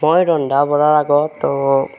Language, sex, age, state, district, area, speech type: Assamese, male, 18-30, Assam, Nagaon, rural, spontaneous